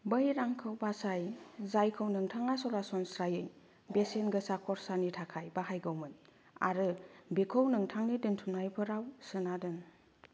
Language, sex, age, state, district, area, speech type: Bodo, female, 30-45, Assam, Kokrajhar, rural, read